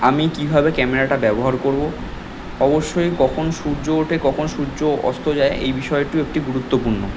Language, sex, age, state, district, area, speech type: Bengali, male, 18-30, West Bengal, Kolkata, urban, spontaneous